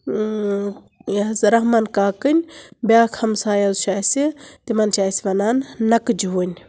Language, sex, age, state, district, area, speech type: Kashmiri, female, 30-45, Jammu and Kashmir, Baramulla, rural, spontaneous